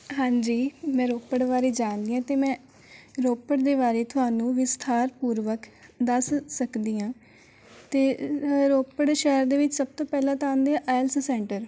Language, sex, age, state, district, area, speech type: Punjabi, female, 18-30, Punjab, Rupnagar, urban, spontaneous